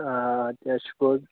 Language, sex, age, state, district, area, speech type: Kashmiri, male, 30-45, Jammu and Kashmir, Bandipora, rural, conversation